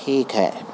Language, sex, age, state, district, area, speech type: Urdu, male, 18-30, Telangana, Hyderabad, urban, spontaneous